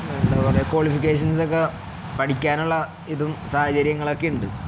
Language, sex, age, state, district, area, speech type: Malayalam, male, 18-30, Kerala, Palakkad, rural, spontaneous